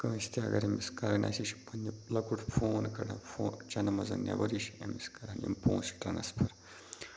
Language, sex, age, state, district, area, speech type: Kashmiri, male, 18-30, Jammu and Kashmir, Budgam, rural, spontaneous